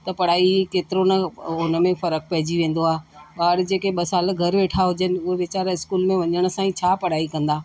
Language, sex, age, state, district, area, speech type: Sindhi, female, 60+, Delhi, South Delhi, urban, spontaneous